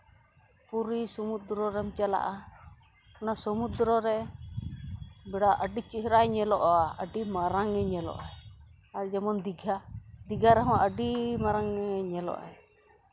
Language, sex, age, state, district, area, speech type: Santali, female, 45-60, West Bengal, Paschim Bardhaman, rural, spontaneous